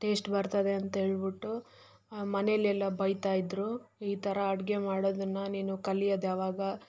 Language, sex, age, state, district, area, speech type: Kannada, female, 18-30, Karnataka, Chitradurga, rural, spontaneous